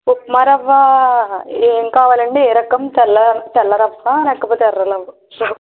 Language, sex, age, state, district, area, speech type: Telugu, female, 45-60, Andhra Pradesh, Kakinada, rural, conversation